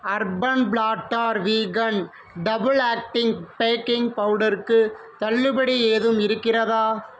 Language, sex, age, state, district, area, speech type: Tamil, male, 30-45, Tamil Nadu, Ariyalur, rural, read